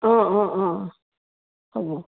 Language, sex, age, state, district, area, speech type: Assamese, female, 60+, Assam, Goalpara, urban, conversation